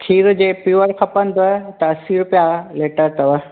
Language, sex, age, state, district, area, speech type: Sindhi, other, 60+, Maharashtra, Thane, urban, conversation